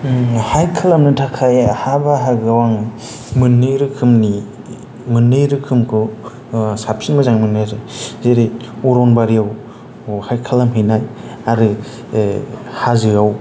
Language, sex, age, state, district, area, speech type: Bodo, male, 30-45, Assam, Kokrajhar, rural, spontaneous